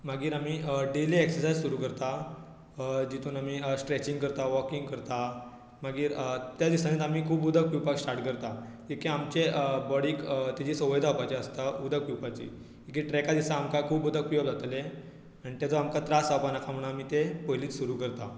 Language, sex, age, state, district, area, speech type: Goan Konkani, male, 18-30, Goa, Tiswadi, rural, spontaneous